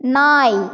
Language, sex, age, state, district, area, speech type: Tamil, female, 18-30, Tamil Nadu, Cuddalore, rural, read